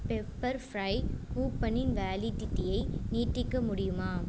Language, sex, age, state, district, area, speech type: Tamil, female, 18-30, Tamil Nadu, Ariyalur, rural, read